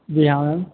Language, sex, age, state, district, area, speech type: Hindi, male, 18-30, Rajasthan, Jodhpur, urban, conversation